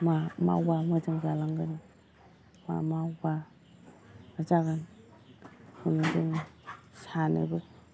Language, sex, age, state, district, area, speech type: Bodo, female, 45-60, Assam, Chirang, rural, spontaneous